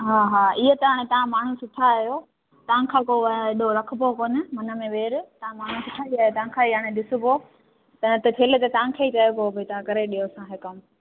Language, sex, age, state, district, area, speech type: Sindhi, female, 18-30, Gujarat, Junagadh, urban, conversation